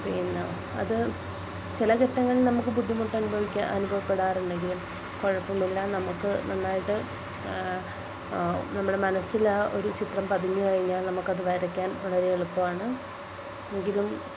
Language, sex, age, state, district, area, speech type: Malayalam, female, 30-45, Kerala, Wayanad, rural, spontaneous